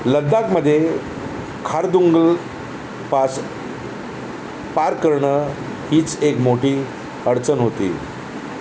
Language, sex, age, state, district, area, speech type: Marathi, male, 45-60, Maharashtra, Thane, rural, spontaneous